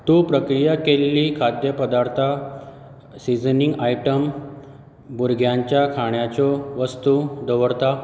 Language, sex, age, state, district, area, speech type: Goan Konkani, male, 30-45, Goa, Bardez, rural, read